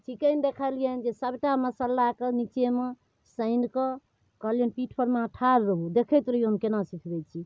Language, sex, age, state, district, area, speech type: Maithili, female, 45-60, Bihar, Darbhanga, rural, spontaneous